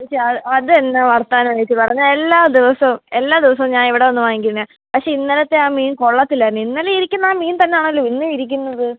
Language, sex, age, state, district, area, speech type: Malayalam, female, 18-30, Kerala, Kottayam, rural, conversation